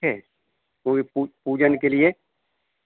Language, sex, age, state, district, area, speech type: Hindi, male, 60+, Madhya Pradesh, Hoshangabad, urban, conversation